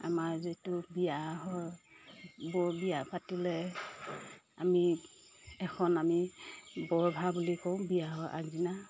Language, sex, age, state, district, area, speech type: Assamese, female, 60+, Assam, Morigaon, rural, spontaneous